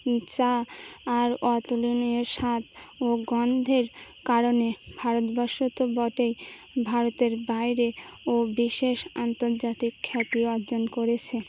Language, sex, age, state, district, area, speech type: Bengali, female, 18-30, West Bengal, Birbhum, urban, spontaneous